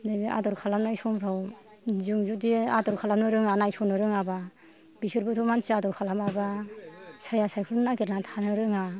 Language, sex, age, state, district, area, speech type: Bodo, female, 60+, Assam, Kokrajhar, rural, spontaneous